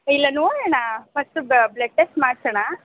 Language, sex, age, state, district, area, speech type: Kannada, female, 45-60, Karnataka, Tumkur, rural, conversation